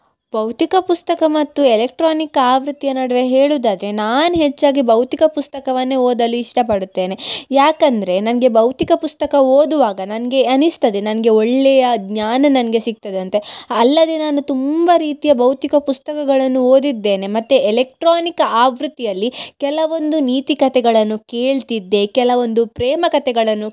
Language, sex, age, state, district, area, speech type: Kannada, female, 18-30, Karnataka, Udupi, rural, spontaneous